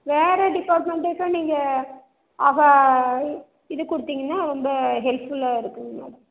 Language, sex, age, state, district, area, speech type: Tamil, female, 30-45, Tamil Nadu, Salem, rural, conversation